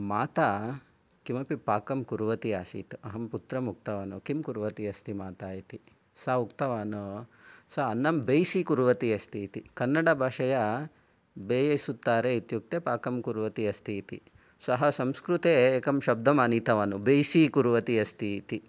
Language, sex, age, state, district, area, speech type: Sanskrit, male, 45-60, Karnataka, Bangalore Urban, urban, spontaneous